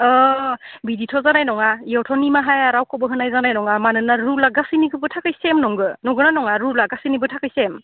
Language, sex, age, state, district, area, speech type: Bodo, female, 18-30, Assam, Udalguri, urban, conversation